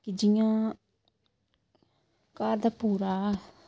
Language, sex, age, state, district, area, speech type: Dogri, female, 30-45, Jammu and Kashmir, Samba, rural, spontaneous